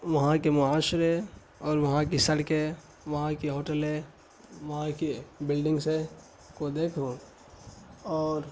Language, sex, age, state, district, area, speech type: Urdu, male, 18-30, Bihar, Saharsa, rural, spontaneous